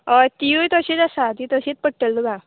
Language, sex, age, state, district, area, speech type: Goan Konkani, female, 18-30, Goa, Murmgao, rural, conversation